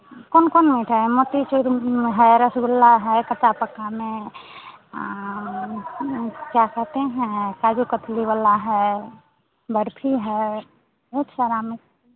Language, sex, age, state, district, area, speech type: Hindi, female, 45-60, Bihar, Madhepura, rural, conversation